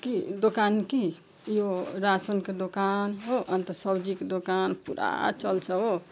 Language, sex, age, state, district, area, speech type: Nepali, female, 45-60, West Bengal, Jalpaiguri, rural, spontaneous